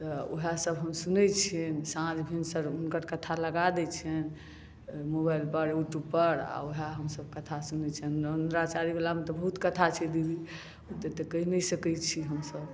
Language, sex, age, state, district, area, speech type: Maithili, female, 60+, Bihar, Madhubani, urban, spontaneous